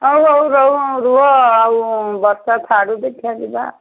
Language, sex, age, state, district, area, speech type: Odia, female, 45-60, Odisha, Angul, rural, conversation